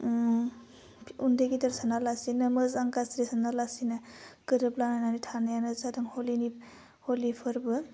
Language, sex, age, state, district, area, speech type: Bodo, female, 18-30, Assam, Udalguri, urban, spontaneous